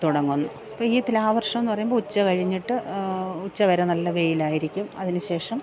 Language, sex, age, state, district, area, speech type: Malayalam, female, 45-60, Kerala, Pathanamthitta, rural, spontaneous